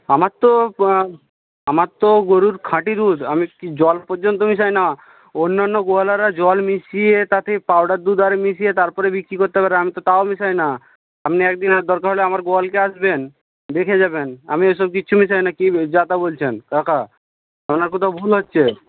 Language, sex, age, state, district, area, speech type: Bengali, male, 60+, West Bengal, Jhargram, rural, conversation